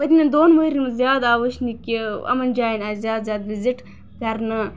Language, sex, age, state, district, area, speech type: Kashmiri, female, 18-30, Jammu and Kashmir, Kupwara, urban, spontaneous